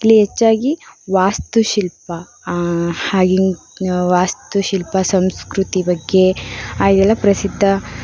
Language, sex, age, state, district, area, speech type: Kannada, female, 18-30, Karnataka, Davanagere, urban, spontaneous